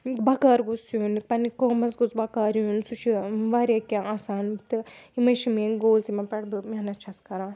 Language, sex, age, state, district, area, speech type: Kashmiri, female, 18-30, Jammu and Kashmir, Srinagar, urban, spontaneous